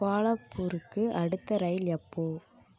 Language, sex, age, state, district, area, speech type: Tamil, female, 18-30, Tamil Nadu, Kallakurichi, urban, read